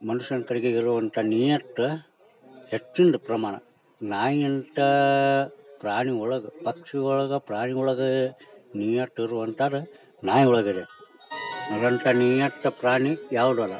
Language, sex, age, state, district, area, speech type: Kannada, male, 30-45, Karnataka, Dharwad, rural, spontaneous